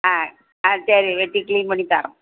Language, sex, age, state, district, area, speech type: Tamil, female, 60+, Tamil Nadu, Thoothukudi, rural, conversation